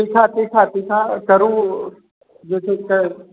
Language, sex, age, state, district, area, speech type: Maithili, male, 18-30, Bihar, Supaul, rural, conversation